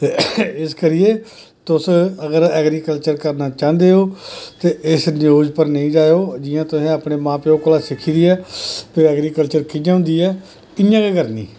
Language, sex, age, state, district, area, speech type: Dogri, male, 45-60, Jammu and Kashmir, Samba, rural, spontaneous